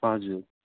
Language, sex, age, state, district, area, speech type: Nepali, male, 18-30, West Bengal, Darjeeling, rural, conversation